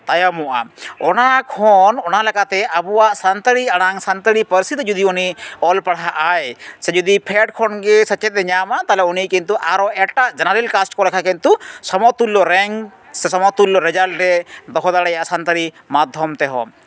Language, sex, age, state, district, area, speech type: Santali, male, 30-45, West Bengal, Jhargram, rural, spontaneous